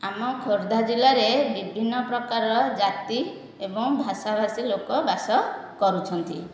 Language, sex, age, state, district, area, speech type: Odia, female, 60+, Odisha, Khordha, rural, spontaneous